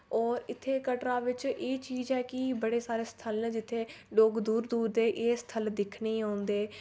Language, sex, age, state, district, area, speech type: Dogri, female, 18-30, Jammu and Kashmir, Reasi, rural, spontaneous